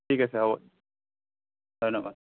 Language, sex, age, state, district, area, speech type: Assamese, male, 30-45, Assam, Sonitpur, rural, conversation